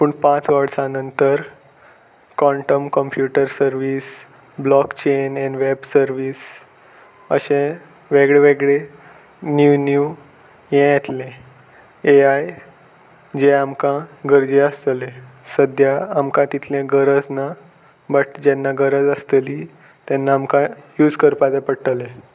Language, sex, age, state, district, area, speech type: Goan Konkani, male, 18-30, Goa, Salcete, urban, spontaneous